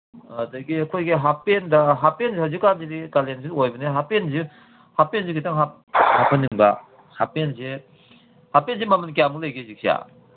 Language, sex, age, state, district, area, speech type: Manipuri, male, 60+, Manipur, Kangpokpi, urban, conversation